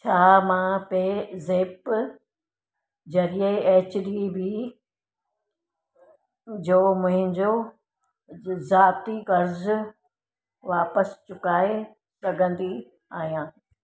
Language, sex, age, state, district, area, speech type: Sindhi, female, 60+, Gujarat, Surat, urban, read